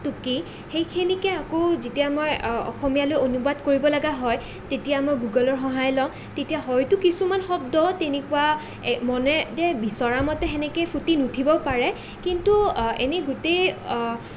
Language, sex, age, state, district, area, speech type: Assamese, female, 18-30, Assam, Nalbari, rural, spontaneous